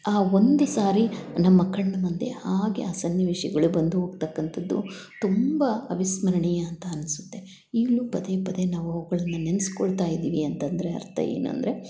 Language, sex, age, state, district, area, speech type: Kannada, female, 60+, Karnataka, Chitradurga, rural, spontaneous